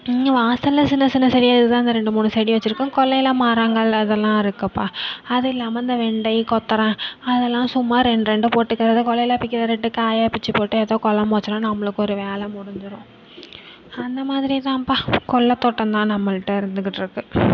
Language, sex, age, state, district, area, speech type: Tamil, female, 30-45, Tamil Nadu, Nagapattinam, rural, spontaneous